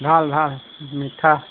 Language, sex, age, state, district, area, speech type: Assamese, male, 60+, Assam, Golaghat, rural, conversation